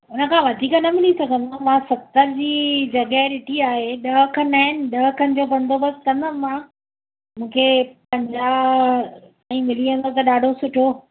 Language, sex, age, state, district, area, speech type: Sindhi, female, 45-60, Maharashtra, Mumbai Suburban, urban, conversation